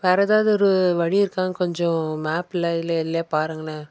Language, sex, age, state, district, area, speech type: Tamil, female, 30-45, Tamil Nadu, Chennai, urban, spontaneous